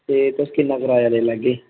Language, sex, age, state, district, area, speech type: Dogri, male, 30-45, Jammu and Kashmir, Udhampur, rural, conversation